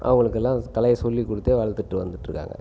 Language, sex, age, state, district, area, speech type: Tamil, male, 30-45, Tamil Nadu, Cuddalore, rural, spontaneous